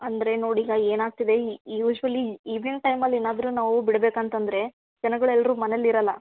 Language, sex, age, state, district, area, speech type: Kannada, female, 30-45, Karnataka, Gulbarga, urban, conversation